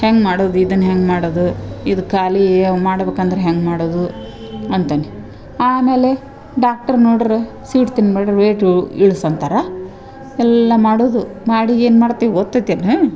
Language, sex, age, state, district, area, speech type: Kannada, female, 45-60, Karnataka, Dharwad, rural, spontaneous